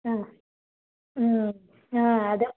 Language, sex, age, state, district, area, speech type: Telugu, female, 30-45, Andhra Pradesh, Vizianagaram, rural, conversation